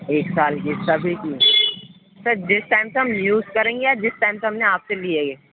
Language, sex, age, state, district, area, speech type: Urdu, male, 18-30, Uttar Pradesh, Gautam Buddha Nagar, urban, conversation